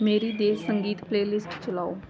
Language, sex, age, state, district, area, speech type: Punjabi, female, 30-45, Punjab, Patiala, urban, read